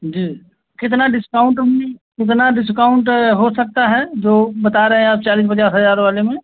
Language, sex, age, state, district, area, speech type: Hindi, male, 18-30, Uttar Pradesh, Azamgarh, rural, conversation